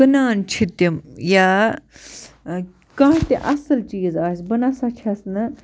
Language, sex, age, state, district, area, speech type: Kashmiri, female, 30-45, Jammu and Kashmir, Baramulla, rural, spontaneous